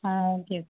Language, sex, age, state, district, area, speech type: Tamil, female, 18-30, Tamil Nadu, Dharmapuri, rural, conversation